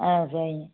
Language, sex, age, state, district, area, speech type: Tamil, female, 60+, Tamil Nadu, Tiruppur, rural, conversation